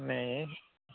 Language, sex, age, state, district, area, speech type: Odia, male, 18-30, Odisha, Nuapada, urban, conversation